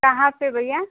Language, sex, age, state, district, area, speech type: Hindi, female, 30-45, Uttar Pradesh, Ghazipur, rural, conversation